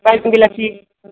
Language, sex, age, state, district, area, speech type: Bodo, female, 45-60, Assam, Baksa, rural, conversation